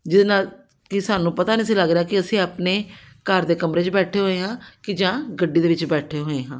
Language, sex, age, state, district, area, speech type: Punjabi, female, 60+, Punjab, Amritsar, urban, spontaneous